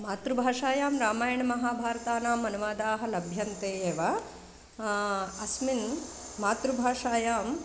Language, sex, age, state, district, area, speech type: Sanskrit, female, 45-60, Andhra Pradesh, East Godavari, urban, spontaneous